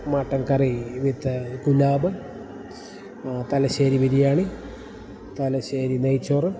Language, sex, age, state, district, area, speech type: Malayalam, male, 30-45, Kerala, Idukki, rural, spontaneous